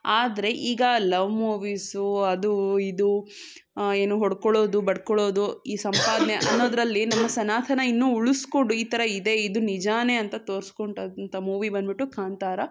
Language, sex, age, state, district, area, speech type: Kannada, female, 18-30, Karnataka, Chikkaballapur, rural, spontaneous